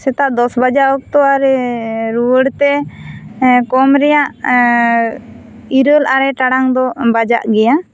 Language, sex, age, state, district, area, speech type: Santali, female, 18-30, West Bengal, Bankura, rural, spontaneous